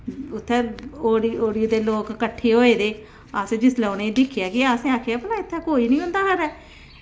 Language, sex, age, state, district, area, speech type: Dogri, female, 45-60, Jammu and Kashmir, Samba, rural, spontaneous